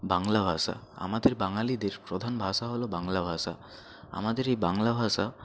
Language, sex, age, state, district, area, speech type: Bengali, male, 60+, West Bengal, Purba Medinipur, rural, spontaneous